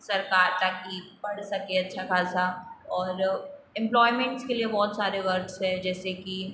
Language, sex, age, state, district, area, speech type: Hindi, female, 18-30, Rajasthan, Jodhpur, urban, spontaneous